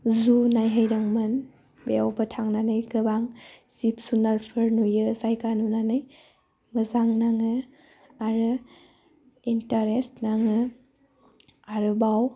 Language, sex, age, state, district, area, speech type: Bodo, female, 18-30, Assam, Udalguri, rural, spontaneous